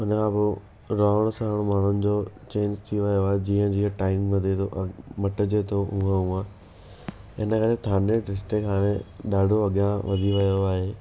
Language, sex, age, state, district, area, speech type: Sindhi, male, 18-30, Maharashtra, Thane, urban, spontaneous